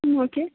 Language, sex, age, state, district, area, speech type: Tamil, female, 18-30, Tamil Nadu, Mayiladuthurai, urban, conversation